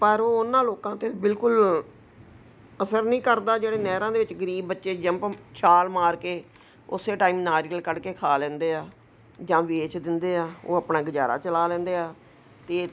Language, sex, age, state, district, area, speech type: Punjabi, female, 60+, Punjab, Ludhiana, urban, spontaneous